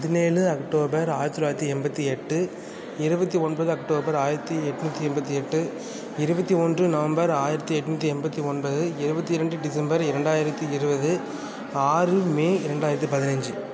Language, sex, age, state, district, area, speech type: Tamil, male, 18-30, Tamil Nadu, Tiruvarur, rural, spontaneous